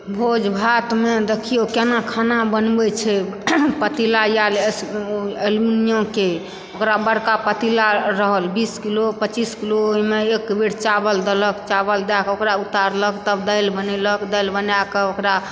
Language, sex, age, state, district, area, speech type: Maithili, female, 60+, Bihar, Supaul, rural, spontaneous